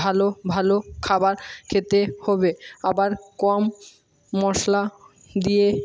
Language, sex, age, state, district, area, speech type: Bengali, male, 18-30, West Bengal, Jhargram, rural, spontaneous